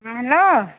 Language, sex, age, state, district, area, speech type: Odia, female, 45-60, Odisha, Sambalpur, rural, conversation